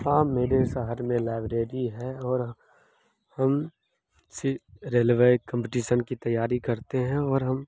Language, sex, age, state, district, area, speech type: Hindi, male, 18-30, Bihar, Begusarai, rural, spontaneous